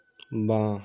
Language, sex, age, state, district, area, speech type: Bengali, male, 45-60, West Bengal, Bankura, urban, read